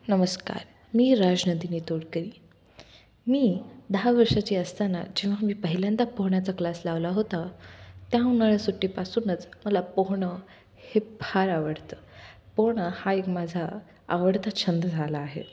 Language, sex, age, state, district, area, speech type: Marathi, female, 18-30, Maharashtra, Osmanabad, rural, spontaneous